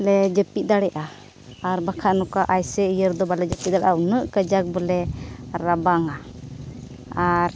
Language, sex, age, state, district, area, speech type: Santali, female, 18-30, Jharkhand, Pakur, rural, spontaneous